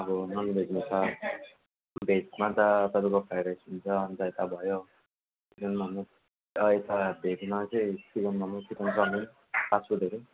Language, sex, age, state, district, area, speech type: Nepali, male, 18-30, West Bengal, Alipurduar, rural, conversation